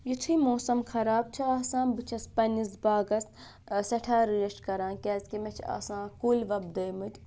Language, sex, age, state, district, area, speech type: Kashmiri, female, 18-30, Jammu and Kashmir, Budgam, urban, spontaneous